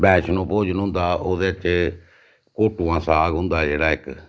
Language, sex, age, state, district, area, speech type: Dogri, male, 60+, Jammu and Kashmir, Reasi, rural, spontaneous